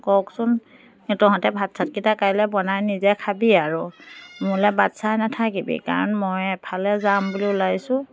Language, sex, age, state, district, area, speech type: Assamese, female, 45-60, Assam, Biswanath, rural, spontaneous